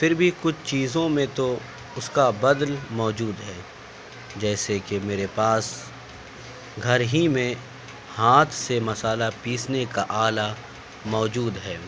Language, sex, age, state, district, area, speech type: Urdu, male, 18-30, Delhi, Central Delhi, urban, spontaneous